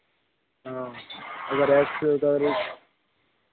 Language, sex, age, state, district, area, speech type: Hindi, male, 18-30, Madhya Pradesh, Hoshangabad, rural, conversation